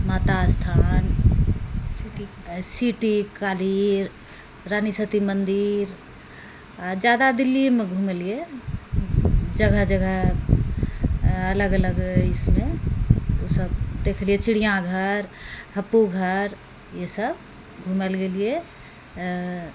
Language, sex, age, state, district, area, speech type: Maithili, female, 45-60, Bihar, Purnia, urban, spontaneous